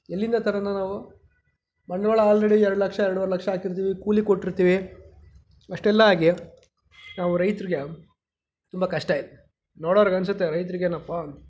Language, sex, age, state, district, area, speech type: Kannada, male, 45-60, Karnataka, Chikkaballapur, rural, spontaneous